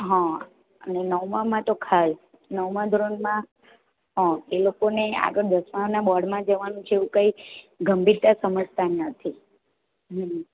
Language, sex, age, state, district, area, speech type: Gujarati, female, 30-45, Gujarat, Surat, rural, conversation